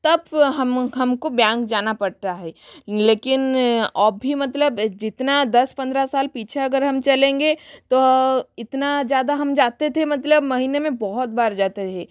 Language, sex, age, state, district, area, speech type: Hindi, female, 45-60, Rajasthan, Jodhpur, rural, spontaneous